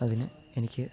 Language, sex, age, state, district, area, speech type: Malayalam, male, 30-45, Kerala, Idukki, rural, spontaneous